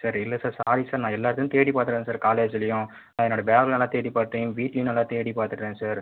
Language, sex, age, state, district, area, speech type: Tamil, male, 18-30, Tamil Nadu, Viluppuram, urban, conversation